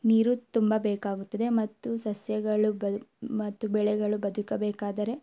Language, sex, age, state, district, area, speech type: Kannada, female, 18-30, Karnataka, Tumkur, rural, spontaneous